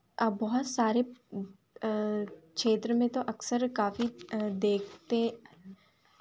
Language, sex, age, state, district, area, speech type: Hindi, female, 18-30, Madhya Pradesh, Chhindwara, urban, spontaneous